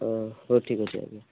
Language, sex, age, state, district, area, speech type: Odia, male, 18-30, Odisha, Malkangiri, urban, conversation